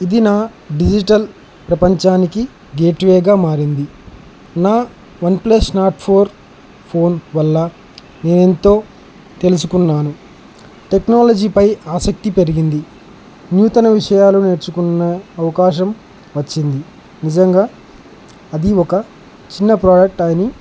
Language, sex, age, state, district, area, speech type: Telugu, male, 18-30, Andhra Pradesh, Nandyal, urban, spontaneous